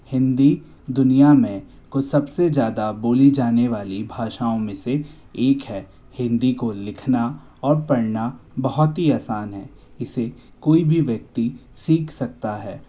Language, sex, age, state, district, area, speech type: Hindi, male, 18-30, Madhya Pradesh, Bhopal, urban, spontaneous